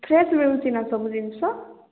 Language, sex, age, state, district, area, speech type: Odia, female, 18-30, Odisha, Koraput, urban, conversation